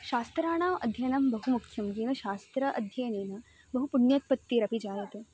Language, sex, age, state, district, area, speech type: Sanskrit, female, 18-30, Karnataka, Dharwad, urban, spontaneous